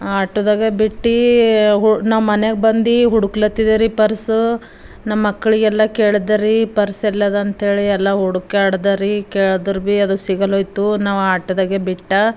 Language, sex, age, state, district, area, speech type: Kannada, female, 45-60, Karnataka, Bidar, rural, spontaneous